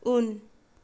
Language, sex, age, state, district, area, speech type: Bodo, female, 30-45, Assam, Kokrajhar, rural, read